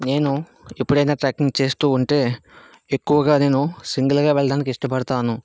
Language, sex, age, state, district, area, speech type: Telugu, male, 30-45, Andhra Pradesh, Vizianagaram, urban, spontaneous